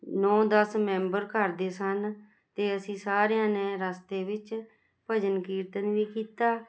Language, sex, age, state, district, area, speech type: Punjabi, female, 45-60, Punjab, Jalandhar, urban, spontaneous